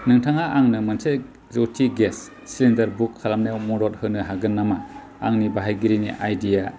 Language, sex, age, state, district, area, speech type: Bodo, male, 30-45, Assam, Kokrajhar, rural, read